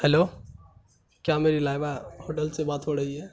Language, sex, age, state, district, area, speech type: Urdu, male, 18-30, Bihar, Saharsa, rural, spontaneous